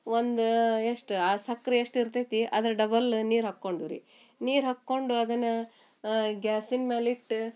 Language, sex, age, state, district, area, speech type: Kannada, female, 45-60, Karnataka, Gadag, rural, spontaneous